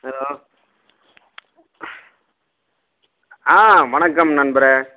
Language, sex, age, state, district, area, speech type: Tamil, male, 45-60, Tamil Nadu, Krishnagiri, rural, conversation